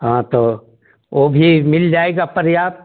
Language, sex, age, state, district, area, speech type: Hindi, male, 60+, Uttar Pradesh, Chandauli, rural, conversation